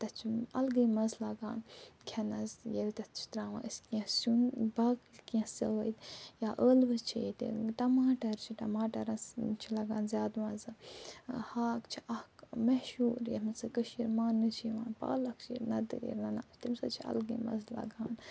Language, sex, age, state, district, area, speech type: Kashmiri, female, 45-60, Jammu and Kashmir, Ganderbal, urban, spontaneous